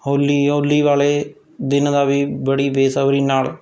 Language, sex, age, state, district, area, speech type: Punjabi, male, 30-45, Punjab, Rupnagar, rural, spontaneous